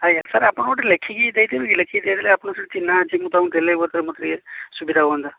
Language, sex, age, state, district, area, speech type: Odia, male, 30-45, Odisha, Kalahandi, rural, conversation